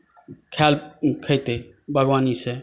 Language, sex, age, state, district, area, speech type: Maithili, male, 30-45, Bihar, Saharsa, rural, spontaneous